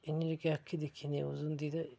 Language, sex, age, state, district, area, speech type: Dogri, male, 30-45, Jammu and Kashmir, Udhampur, rural, spontaneous